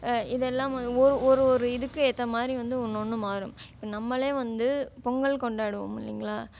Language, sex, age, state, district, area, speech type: Tamil, female, 18-30, Tamil Nadu, Kallakurichi, rural, spontaneous